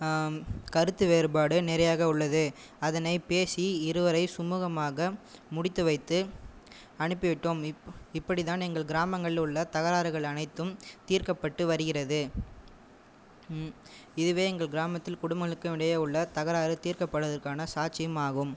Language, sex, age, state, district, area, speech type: Tamil, male, 18-30, Tamil Nadu, Cuddalore, rural, spontaneous